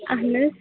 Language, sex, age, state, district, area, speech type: Kashmiri, female, 30-45, Jammu and Kashmir, Bandipora, rural, conversation